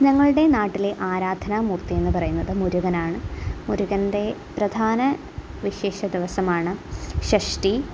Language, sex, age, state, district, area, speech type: Malayalam, female, 18-30, Kerala, Kottayam, rural, spontaneous